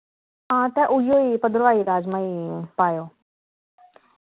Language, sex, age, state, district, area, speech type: Dogri, female, 30-45, Jammu and Kashmir, Kathua, rural, conversation